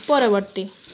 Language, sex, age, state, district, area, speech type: Odia, female, 18-30, Odisha, Balasore, rural, read